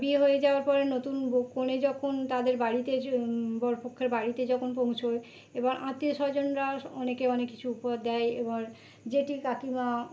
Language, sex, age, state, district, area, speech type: Bengali, female, 45-60, West Bengal, North 24 Parganas, urban, spontaneous